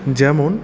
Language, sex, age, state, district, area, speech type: Bengali, male, 30-45, West Bengal, Paschim Bardhaman, urban, spontaneous